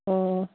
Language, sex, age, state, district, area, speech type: Assamese, female, 60+, Assam, Dibrugarh, rural, conversation